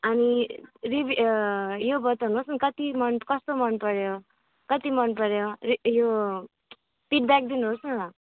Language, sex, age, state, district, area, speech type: Nepali, female, 30-45, West Bengal, Alipurduar, urban, conversation